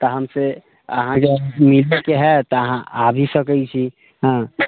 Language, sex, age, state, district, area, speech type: Maithili, male, 45-60, Bihar, Sitamarhi, rural, conversation